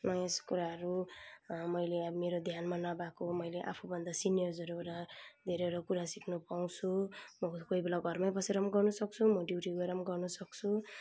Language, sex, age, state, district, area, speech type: Nepali, female, 30-45, West Bengal, Kalimpong, rural, spontaneous